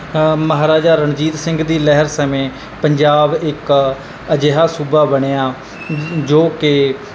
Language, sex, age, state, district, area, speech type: Punjabi, male, 18-30, Punjab, Mansa, urban, spontaneous